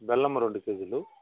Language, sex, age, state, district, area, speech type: Telugu, male, 30-45, Andhra Pradesh, Chittoor, rural, conversation